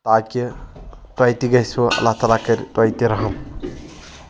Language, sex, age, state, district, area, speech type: Kashmiri, male, 30-45, Jammu and Kashmir, Anantnag, rural, spontaneous